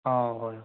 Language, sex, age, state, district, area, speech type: Manipuri, male, 45-60, Manipur, Bishnupur, rural, conversation